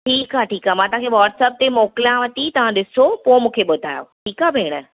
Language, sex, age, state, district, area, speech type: Sindhi, female, 30-45, Maharashtra, Thane, urban, conversation